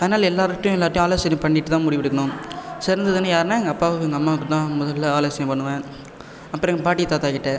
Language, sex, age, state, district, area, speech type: Tamil, male, 30-45, Tamil Nadu, Cuddalore, rural, spontaneous